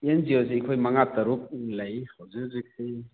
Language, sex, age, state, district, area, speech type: Manipuri, male, 45-60, Manipur, Churachandpur, urban, conversation